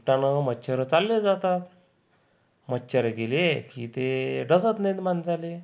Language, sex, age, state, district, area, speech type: Marathi, male, 30-45, Maharashtra, Akola, urban, spontaneous